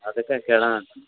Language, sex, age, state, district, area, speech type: Kannada, male, 18-30, Karnataka, Davanagere, rural, conversation